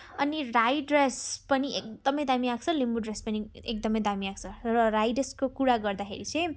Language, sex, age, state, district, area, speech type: Nepali, female, 18-30, West Bengal, Darjeeling, rural, spontaneous